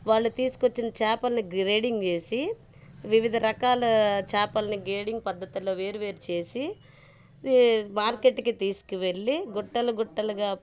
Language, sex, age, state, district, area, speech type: Telugu, female, 30-45, Andhra Pradesh, Bapatla, urban, spontaneous